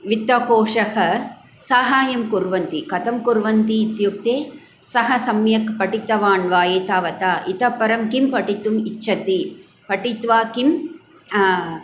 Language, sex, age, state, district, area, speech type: Sanskrit, female, 45-60, Tamil Nadu, Coimbatore, urban, spontaneous